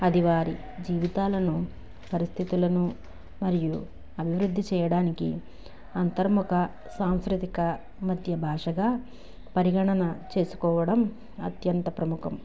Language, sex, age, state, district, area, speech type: Telugu, female, 45-60, Andhra Pradesh, Krishna, urban, spontaneous